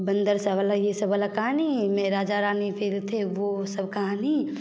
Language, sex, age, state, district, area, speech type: Hindi, female, 18-30, Bihar, Samastipur, urban, spontaneous